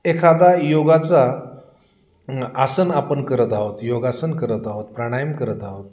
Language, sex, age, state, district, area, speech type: Marathi, male, 45-60, Maharashtra, Nanded, urban, spontaneous